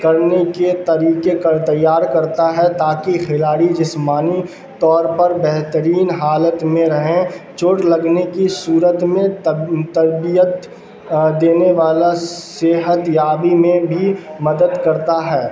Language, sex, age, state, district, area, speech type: Urdu, male, 18-30, Bihar, Darbhanga, urban, spontaneous